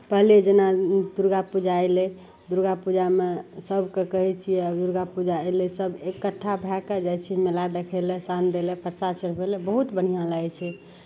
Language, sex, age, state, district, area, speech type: Maithili, female, 18-30, Bihar, Madhepura, rural, spontaneous